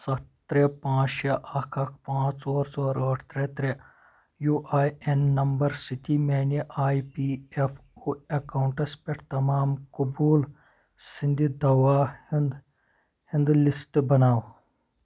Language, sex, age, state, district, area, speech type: Kashmiri, male, 30-45, Jammu and Kashmir, Pulwama, rural, read